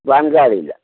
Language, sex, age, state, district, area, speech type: Malayalam, male, 60+, Kerala, Pathanamthitta, rural, conversation